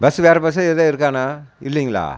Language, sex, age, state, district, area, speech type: Tamil, male, 45-60, Tamil Nadu, Coimbatore, rural, spontaneous